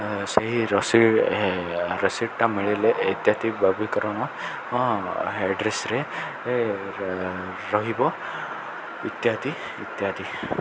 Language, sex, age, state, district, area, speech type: Odia, male, 18-30, Odisha, Koraput, urban, spontaneous